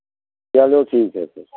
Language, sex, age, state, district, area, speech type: Hindi, male, 45-60, Uttar Pradesh, Pratapgarh, rural, conversation